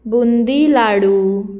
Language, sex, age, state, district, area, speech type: Goan Konkani, female, 18-30, Goa, Murmgao, urban, spontaneous